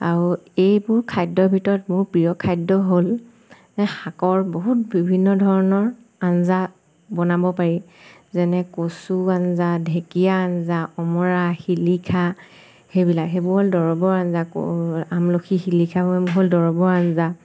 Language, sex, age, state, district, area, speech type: Assamese, female, 30-45, Assam, Sivasagar, rural, spontaneous